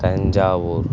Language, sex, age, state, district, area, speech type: Tamil, male, 30-45, Tamil Nadu, Tiruchirappalli, rural, spontaneous